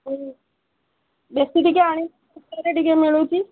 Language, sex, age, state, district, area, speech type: Odia, female, 45-60, Odisha, Sundergarh, rural, conversation